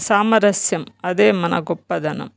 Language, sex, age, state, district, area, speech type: Telugu, female, 30-45, Telangana, Bhadradri Kothagudem, urban, spontaneous